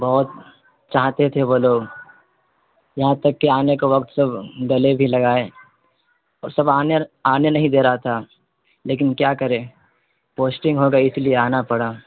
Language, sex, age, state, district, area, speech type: Urdu, male, 30-45, Bihar, East Champaran, urban, conversation